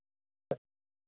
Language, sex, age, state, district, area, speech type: Kannada, male, 60+, Karnataka, Kolar, urban, conversation